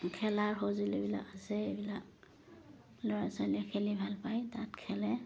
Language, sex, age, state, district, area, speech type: Assamese, female, 30-45, Assam, Udalguri, rural, spontaneous